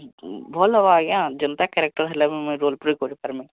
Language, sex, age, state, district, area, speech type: Odia, male, 45-60, Odisha, Nuapada, urban, conversation